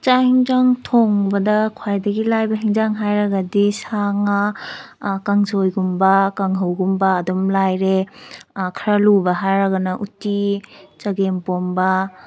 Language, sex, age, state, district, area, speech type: Manipuri, female, 18-30, Manipur, Kakching, rural, spontaneous